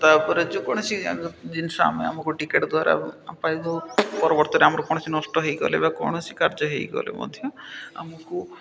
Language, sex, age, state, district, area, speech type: Odia, male, 30-45, Odisha, Malkangiri, urban, spontaneous